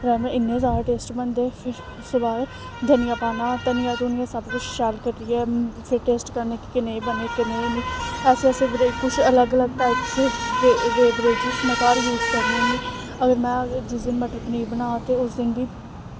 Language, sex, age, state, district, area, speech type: Dogri, female, 18-30, Jammu and Kashmir, Samba, rural, spontaneous